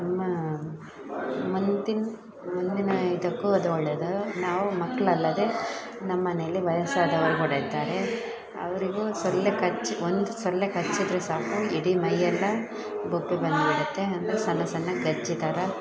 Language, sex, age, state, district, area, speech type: Kannada, female, 30-45, Karnataka, Dakshina Kannada, rural, spontaneous